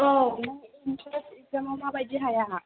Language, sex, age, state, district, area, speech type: Bodo, female, 18-30, Assam, Chirang, rural, conversation